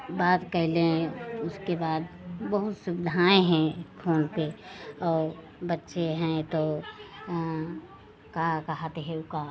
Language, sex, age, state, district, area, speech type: Hindi, female, 60+, Uttar Pradesh, Lucknow, rural, spontaneous